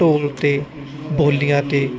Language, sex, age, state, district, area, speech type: Punjabi, male, 18-30, Punjab, Gurdaspur, rural, spontaneous